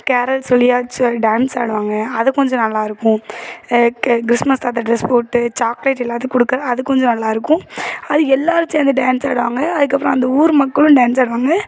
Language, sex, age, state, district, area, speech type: Tamil, female, 18-30, Tamil Nadu, Thoothukudi, rural, spontaneous